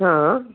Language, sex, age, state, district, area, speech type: Hindi, female, 45-60, Madhya Pradesh, Bhopal, urban, conversation